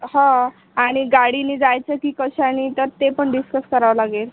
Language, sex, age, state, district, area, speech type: Marathi, female, 30-45, Maharashtra, Amravati, rural, conversation